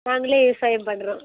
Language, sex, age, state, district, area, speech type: Tamil, female, 30-45, Tamil Nadu, Tirupattur, rural, conversation